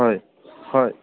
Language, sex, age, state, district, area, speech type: Assamese, male, 30-45, Assam, Udalguri, rural, conversation